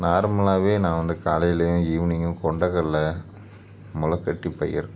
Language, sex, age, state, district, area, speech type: Tamil, male, 30-45, Tamil Nadu, Tiruchirappalli, rural, spontaneous